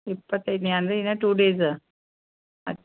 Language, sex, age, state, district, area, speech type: Kannada, female, 45-60, Karnataka, Gulbarga, urban, conversation